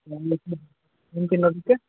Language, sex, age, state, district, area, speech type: Kannada, male, 18-30, Karnataka, Bangalore Urban, urban, conversation